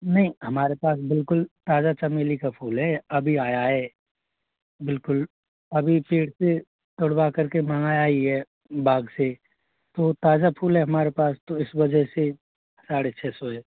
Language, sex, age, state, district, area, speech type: Hindi, male, 18-30, Rajasthan, Jodhpur, rural, conversation